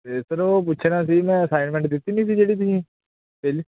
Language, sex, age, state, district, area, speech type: Punjabi, male, 18-30, Punjab, Hoshiarpur, rural, conversation